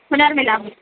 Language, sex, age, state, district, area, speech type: Sanskrit, female, 18-30, Kerala, Thrissur, rural, conversation